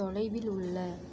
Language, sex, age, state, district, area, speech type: Tamil, female, 30-45, Tamil Nadu, Ariyalur, rural, read